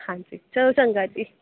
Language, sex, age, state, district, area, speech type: Punjabi, female, 18-30, Punjab, Pathankot, rural, conversation